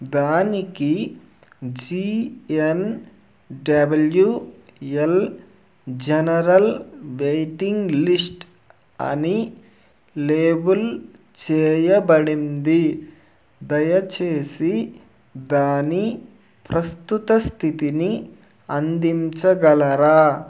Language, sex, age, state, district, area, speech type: Telugu, male, 30-45, Andhra Pradesh, Nellore, rural, read